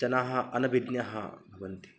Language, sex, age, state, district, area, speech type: Sanskrit, male, 30-45, Maharashtra, Nagpur, urban, spontaneous